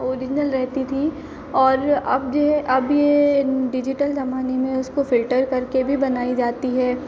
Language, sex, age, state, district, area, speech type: Hindi, female, 18-30, Madhya Pradesh, Hoshangabad, rural, spontaneous